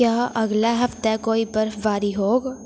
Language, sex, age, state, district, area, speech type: Dogri, female, 18-30, Jammu and Kashmir, Udhampur, rural, read